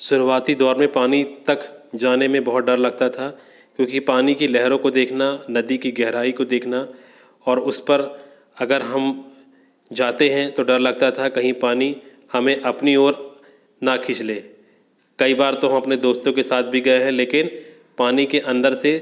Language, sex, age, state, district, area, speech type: Hindi, male, 30-45, Madhya Pradesh, Katni, urban, spontaneous